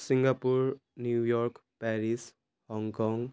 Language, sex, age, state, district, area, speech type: Nepali, male, 18-30, West Bengal, Jalpaiguri, rural, spontaneous